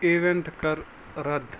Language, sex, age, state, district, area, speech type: Kashmiri, male, 45-60, Jammu and Kashmir, Bandipora, rural, read